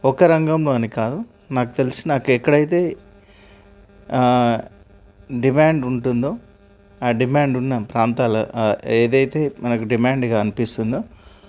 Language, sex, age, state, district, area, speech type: Telugu, male, 30-45, Telangana, Karimnagar, rural, spontaneous